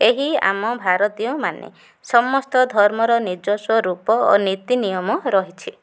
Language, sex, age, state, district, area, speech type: Odia, female, 45-60, Odisha, Ganjam, urban, spontaneous